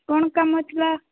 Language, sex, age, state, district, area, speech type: Odia, female, 18-30, Odisha, Rayagada, rural, conversation